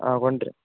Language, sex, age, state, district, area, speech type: Malayalam, male, 18-30, Kerala, Wayanad, rural, conversation